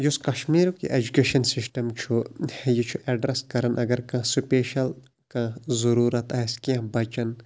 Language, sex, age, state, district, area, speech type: Kashmiri, male, 30-45, Jammu and Kashmir, Shopian, urban, spontaneous